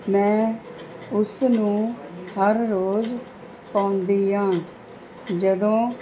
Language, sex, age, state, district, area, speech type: Punjabi, female, 45-60, Punjab, Mohali, urban, spontaneous